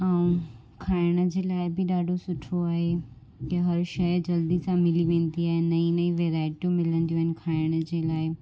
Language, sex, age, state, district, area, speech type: Sindhi, female, 18-30, Gujarat, Surat, urban, spontaneous